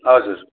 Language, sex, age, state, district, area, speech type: Nepali, male, 45-60, West Bengal, Jalpaiguri, rural, conversation